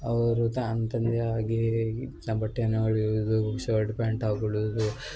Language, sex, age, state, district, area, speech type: Kannada, male, 18-30, Karnataka, Uttara Kannada, rural, spontaneous